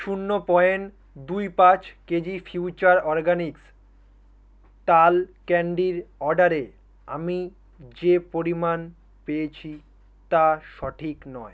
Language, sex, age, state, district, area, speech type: Bengali, male, 30-45, West Bengal, Kolkata, urban, read